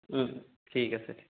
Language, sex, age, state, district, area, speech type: Assamese, male, 30-45, Assam, Sonitpur, rural, conversation